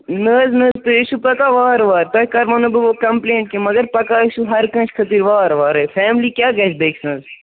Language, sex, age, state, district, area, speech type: Kashmiri, male, 30-45, Jammu and Kashmir, Kupwara, rural, conversation